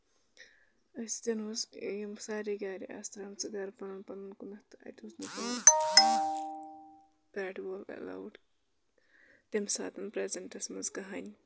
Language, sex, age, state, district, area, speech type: Kashmiri, male, 18-30, Jammu and Kashmir, Kulgam, rural, spontaneous